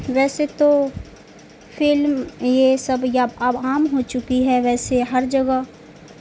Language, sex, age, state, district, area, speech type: Urdu, female, 18-30, Bihar, Madhubani, rural, spontaneous